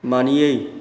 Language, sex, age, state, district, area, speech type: Bodo, male, 45-60, Assam, Chirang, urban, read